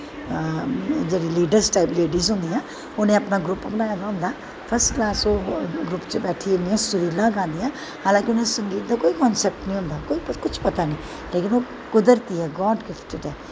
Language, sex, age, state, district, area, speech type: Dogri, female, 45-60, Jammu and Kashmir, Udhampur, urban, spontaneous